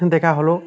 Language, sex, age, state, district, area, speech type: Bengali, male, 18-30, West Bengal, Uttar Dinajpur, rural, spontaneous